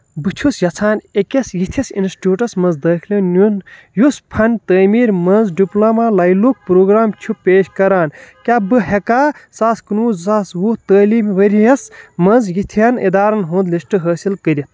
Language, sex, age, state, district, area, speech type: Kashmiri, male, 18-30, Jammu and Kashmir, Baramulla, urban, read